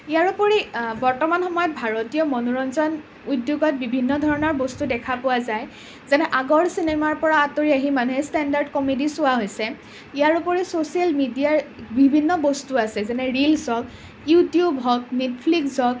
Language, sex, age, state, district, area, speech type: Assamese, other, 18-30, Assam, Nalbari, rural, spontaneous